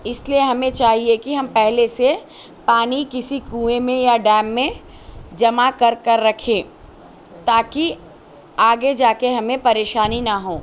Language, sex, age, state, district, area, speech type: Urdu, female, 18-30, Telangana, Hyderabad, urban, spontaneous